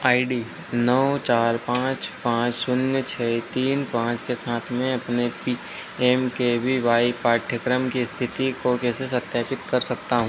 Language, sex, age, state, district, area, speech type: Hindi, male, 30-45, Madhya Pradesh, Harda, urban, read